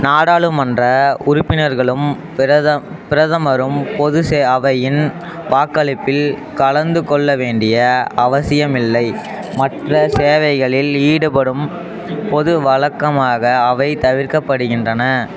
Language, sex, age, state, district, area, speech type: Tamil, male, 18-30, Tamil Nadu, Tiruppur, rural, read